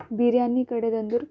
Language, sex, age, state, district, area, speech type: Kannada, female, 18-30, Karnataka, Bidar, urban, spontaneous